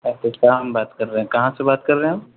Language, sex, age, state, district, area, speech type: Urdu, male, 18-30, Bihar, Purnia, rural, conversation